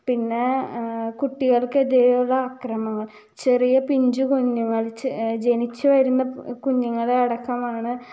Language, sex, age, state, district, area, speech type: Malayalam, female, 18-30, Kerala, Ernakulam, rural, spontaneous